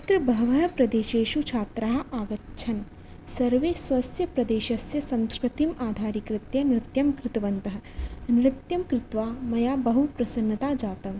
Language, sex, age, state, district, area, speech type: Sanskrit, female, 18-30, Rajasthan, Jaipur, urban, spontaneous